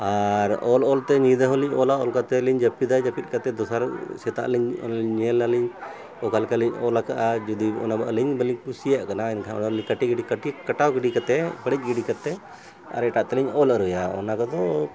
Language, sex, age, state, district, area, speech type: Santali, male, 60+, Jharkhand, Bokaro, rural, spontaneous